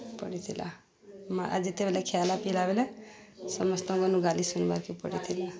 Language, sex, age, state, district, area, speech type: Odia, female, 45-60, Odisha, Balangir, urban, spontaneous